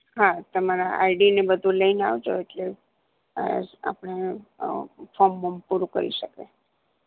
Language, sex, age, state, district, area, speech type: Gujarati, female, 60+, Gujarat, Ahmedabad, urban, conversation